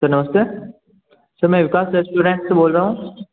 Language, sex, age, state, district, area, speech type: Hindi, male, 18-30, Rajasthan, Jodhpur, urban, conversation